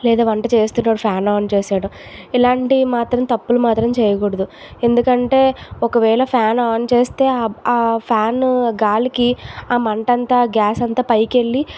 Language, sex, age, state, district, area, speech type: Telugu, female, 18-30, Andhra Pradesh, Vizianagaram, urban, spontaneous